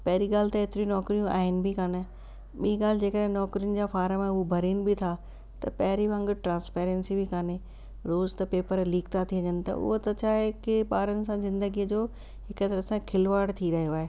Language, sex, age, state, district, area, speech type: Sindhi, female, 60+, Rajasthan, Ajmer, urban, spontaneous